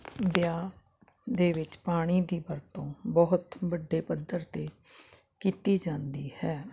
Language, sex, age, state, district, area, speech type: Punjabi, female, 45-60, Punjab, Jalandhar, rural, spontaneous